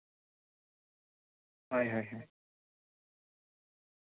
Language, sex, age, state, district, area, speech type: Santali, male, 18-30, West Bengal, Bankura, rural, conversation